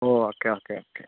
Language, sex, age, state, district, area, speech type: Malayalam, male, 18-30, Kerala, Palakkad, rural, conversation